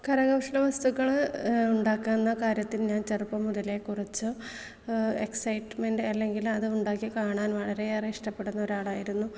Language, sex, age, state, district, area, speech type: Malayalam, female, 18-30, Kerala, Malappuram, rural, spontaneous